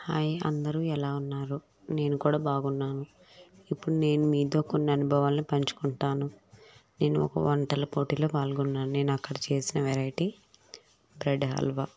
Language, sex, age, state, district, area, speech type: Telugu, female, 18-30, Andhra Pradesh, N T Rama Rao, rural, spontaneous